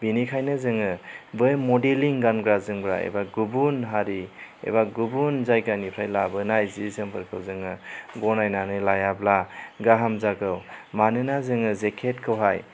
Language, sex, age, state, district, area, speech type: Bodo, male, 30-45, Assam, Chirang, rural, spontaneous